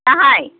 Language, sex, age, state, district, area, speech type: Bodo, female, 60+, Assam, Chirang, rural, conversation